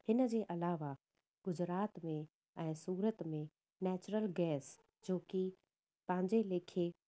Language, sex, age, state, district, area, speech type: Sindhi, female, 30-45, Gujarat, Surat, urban, spontaneous